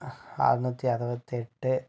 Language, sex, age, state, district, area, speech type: Tamil, male, 45-60, Tamil Nadu, Mayiladuthurai, urban, spontaneous